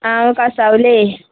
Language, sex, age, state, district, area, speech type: Goan Konkani, female, 30-45, Goa, Murmgao, rural, conversation